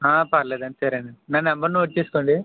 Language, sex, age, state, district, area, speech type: Telugu, male, 18-30, Andhra Pradesh, West Godavari, rural, conversation